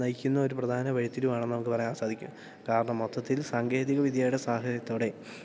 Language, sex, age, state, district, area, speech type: Malayalam, male, 18-30, Kerala, Idukki, rural, spontaneous